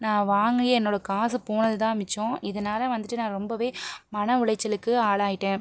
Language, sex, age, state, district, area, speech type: Tamil, female, 30-45, Tamil Nadu, Pudukkottai, urban, spontaneous